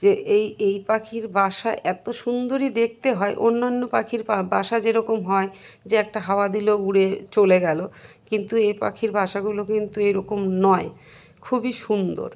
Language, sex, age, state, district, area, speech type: Bengali, female, 30-45, West Bengal, Birbhum, urban, spontaneous